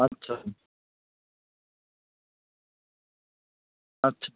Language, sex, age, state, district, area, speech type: Bengali, male, 45-60, West Bengal, Purba Medinipur, rural, conversation